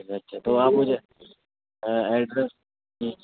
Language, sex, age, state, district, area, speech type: Urdu, male, 18-30, Uttar Pradesh, Rampur, urban, conversation